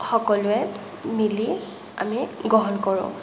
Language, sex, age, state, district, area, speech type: Assamese, female, 18-30, Assam, Morigaon, rural, spontaneous